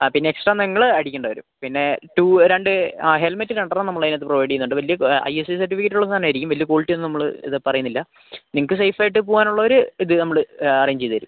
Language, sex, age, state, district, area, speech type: Malayalam, male, 18-30, Kerala, Kozhikode, urban, conversation